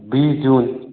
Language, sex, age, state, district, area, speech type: Hindi, male, 18-30, Madhya Pradesh, Jabalpur, urban, conversation